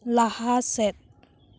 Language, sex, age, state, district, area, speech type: Santali, female, 18-30, West Bengal, Bankura, rural, read